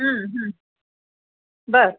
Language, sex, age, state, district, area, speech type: Marathi, female, 45-60, Maharashtra, Nanded, urban, conversation